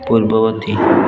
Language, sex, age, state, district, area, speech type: Odia, male, 18-30, Odisha, Puri, urban, read